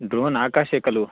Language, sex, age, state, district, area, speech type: Sanskrit, male, 18-30, Karnataka, Chikkamagaluru, rural, conversation